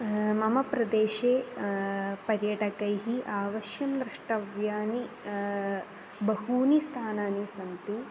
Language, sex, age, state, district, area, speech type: Sanskrit, female, 18-30, Kerala, Kollam, rural, spontaneous